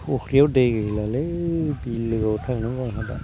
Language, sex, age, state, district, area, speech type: Bodo, male, 30-45, Assam, Udalguri, rural, spontaneous